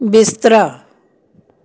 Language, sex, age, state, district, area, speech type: Punjabi, female, 60+, Punjab, Gurdaspur, rural, read